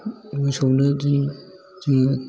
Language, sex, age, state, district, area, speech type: Bodo, male, 18-30, Assam, Kokrajhar, urban, spontaneous